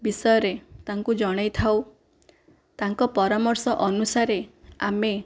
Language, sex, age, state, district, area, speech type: Odia, female, 18-30, Odisha, Kandhamal, rural, spontaneous